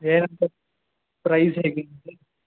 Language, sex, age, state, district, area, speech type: Kannada, male, 18-30, Karnataka, Bangalore Urban, urban, conversation